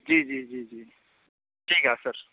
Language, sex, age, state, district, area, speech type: Urdu, male, 18-30, Uttar Pradesh, Saharanpur, urban, conversation